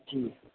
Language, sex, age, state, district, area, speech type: Urdu, male, 45-60, Delhi, North East Delhi, urban, conversation